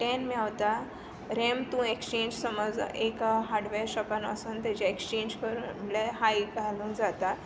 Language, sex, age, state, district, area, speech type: Goan Konkani, female, 18-30, Goa, Tiswadi, rural, spontaneous